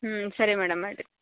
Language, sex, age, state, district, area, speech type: Kannada, female, 30-45, Karnataka, Uttara Kannada, rural, conversation